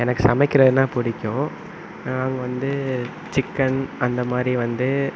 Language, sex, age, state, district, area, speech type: Tamil, male, 18-30, Tamil Nadu, Sivaganga, rural, spontaneous